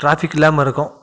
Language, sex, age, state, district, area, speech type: Tamil, male, 30-45, Tamil Nadu, Salem, urban, spontaneous